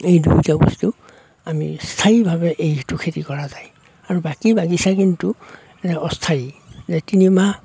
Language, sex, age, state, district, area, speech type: Assamese, male, 45-60, Assam, Darrang, rural, spontaneous